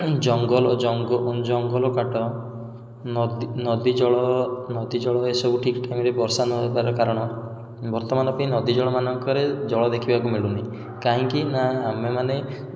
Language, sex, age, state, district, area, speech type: Odia, male, 18-30, Odisha, Puri, urban, spontaneous